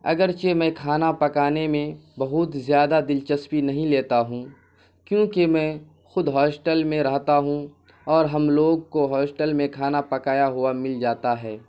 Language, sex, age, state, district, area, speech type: Urdu, male, 18-30, Bihar, Purnia, rural, spontaneous